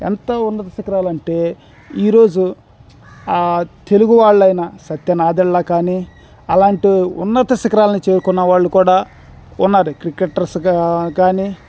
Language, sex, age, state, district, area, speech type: Telugu, male, 30-45, Andhra Pradesh, Bapatla, urban, spontaneous